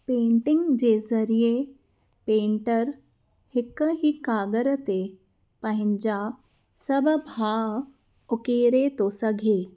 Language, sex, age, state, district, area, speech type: Sindhi, female, 30-45, Uttar Pradesh, Lucknow, urban, spontaneous